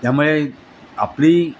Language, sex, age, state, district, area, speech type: Marathi, male, 60+, Maharashtra, Thane, urban, spontaneous